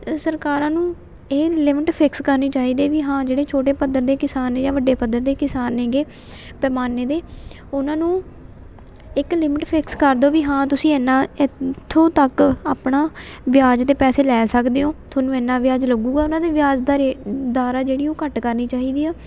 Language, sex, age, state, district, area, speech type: Punjabi, female, 18-30, Punjab, Fatehgarh Sahib, rural, spontaneous